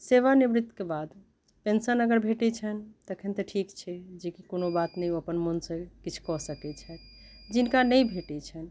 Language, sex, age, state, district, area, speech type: Maithili, other, 60+, Bihar, Madhubani, urban, spontaneous